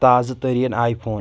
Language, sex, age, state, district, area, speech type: Kashmiri, male, 18-30, Jammu and Kashmir, Kulgam, rural, read